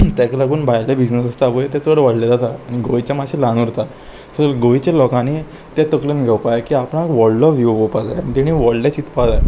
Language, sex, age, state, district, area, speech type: Goan Konkani, male, 18-30, Goa, Salcete, urban, spontaneous